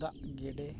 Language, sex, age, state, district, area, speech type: Santali, male, 45-60, Odisha, Mayurbhanj, rural, spontaneous